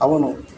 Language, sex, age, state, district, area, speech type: Kannada, male, 45-60, Karnataka, Dakshina Kannada, rural, spontaneous